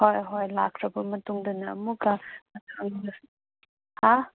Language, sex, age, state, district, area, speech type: Manipuri, female, 18-30, Manipur, Kangpokpi, urban, conversation